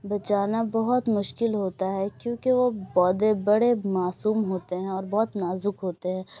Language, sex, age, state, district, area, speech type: Urdu, female, 18-30, Uttar Pradesh, Lucknow, urban, spontaneous